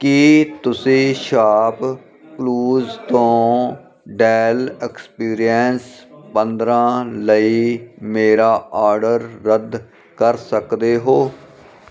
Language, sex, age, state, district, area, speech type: Punjabi, male, 45-60, Punjab, Firozpur, rural, read